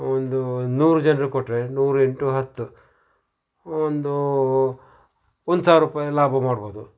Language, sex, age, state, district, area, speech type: Kannada, male, 60+, Karnataka, Shimoga, rural, spontaneous